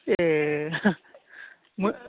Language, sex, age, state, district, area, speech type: Bodo, male, 45-60, Assam, Chirang, urban, conversation